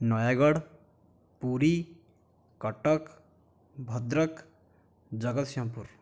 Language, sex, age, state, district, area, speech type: Odia, male, 18-30, Odisha, Nayagarh, rural, spontaneous